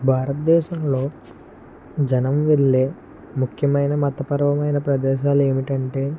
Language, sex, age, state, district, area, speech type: Telugu, male, 18-30, Andhra Pradesh, West Godavari, rural, spontaneous